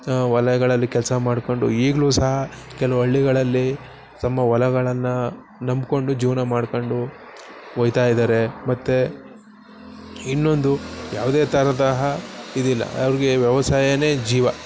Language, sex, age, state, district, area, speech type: Kannada, male, 30-45, Karnataka, Mysore, rural, spontaneous